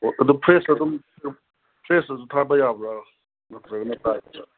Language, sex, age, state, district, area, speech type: Manipuri, male, 30-45, Manipur, Kangpokpi, urban, conversation